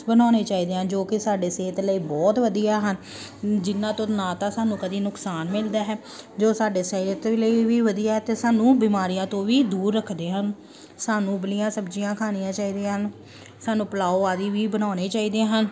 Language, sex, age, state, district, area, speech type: Punjabi, female, 30-45, Punjab, Amritsar, urban, spontaneous